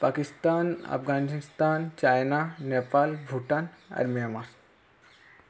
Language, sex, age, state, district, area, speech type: Odia, male, 18-30, Odisha, Subarnapur, urban, spontaneous